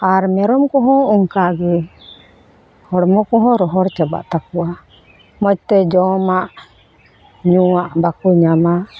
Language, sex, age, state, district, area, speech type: Santali, female, 45-60, West Bengal, Malda, rural, spontaneous